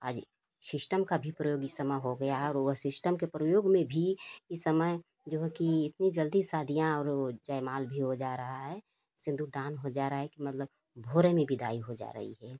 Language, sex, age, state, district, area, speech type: Hindi, female, 30-45, Uttar Pradesh, Ghazipur, rural, spontaneous